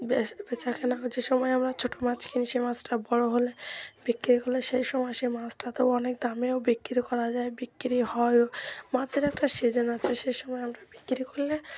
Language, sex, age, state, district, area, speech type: Bengali, female, 30-45, West Bengal, Dakshin Dinajpur, urban, spontaneous